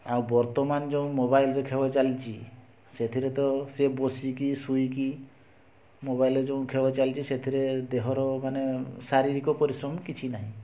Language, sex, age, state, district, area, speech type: Odia, male, 60+, Odisha, Mayurbhanj, rural, spontaneous